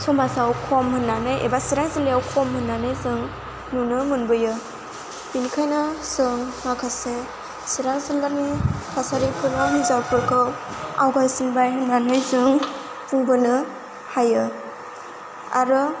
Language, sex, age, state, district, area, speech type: Bodo, female, 18-30, Assam, Chirang, rural, spontaneous